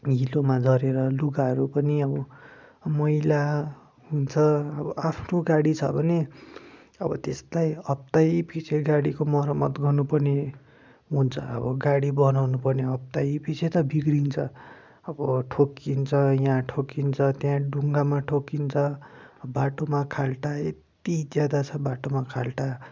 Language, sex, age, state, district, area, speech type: Nepali, male, 45-60, West Bengal, Darjeeling, rural, spontaneous